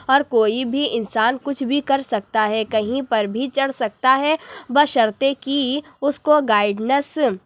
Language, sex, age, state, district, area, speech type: Urdu, female, 30-45, Uttar Pradesh, Lucknow, urban, spontaneous